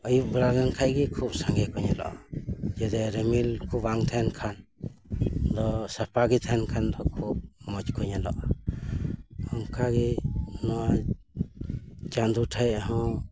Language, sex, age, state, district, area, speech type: Santali, male, 60+, West Bengal, Paschim Bardhaman, rural, spontaneous